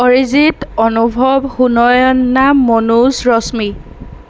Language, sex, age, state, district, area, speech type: Assamese, female, 18-30, Assam, Darrang, rural, spontaneous